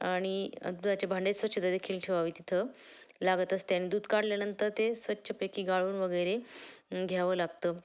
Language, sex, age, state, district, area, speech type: Marathi, female, 30-45, Maharashtra, Ahmednagar, rural, spontaneous